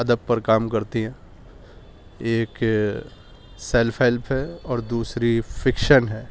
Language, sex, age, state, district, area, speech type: Urdu, male, 30-45, Delhi, East Delhi, urban, spontaneous